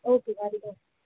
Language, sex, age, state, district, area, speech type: Urdu, female, 18-30, Uttar Pradesh, Rampur, urban, conversation